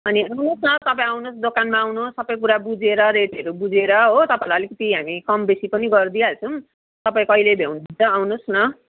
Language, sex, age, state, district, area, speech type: Nepali, female, 45-60, West Bengal, Darjeeling, rural, conversation